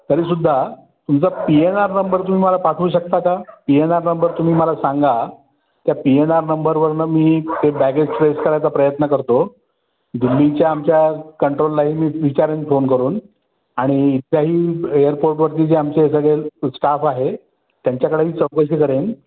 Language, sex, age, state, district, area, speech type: Marathi, male, 60+, Maharashtra, Pune, urban, conversation